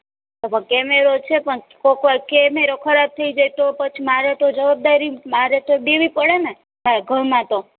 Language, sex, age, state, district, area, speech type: Gujarati, female, 18-30, Gujarat, Rajkot, urban, conversation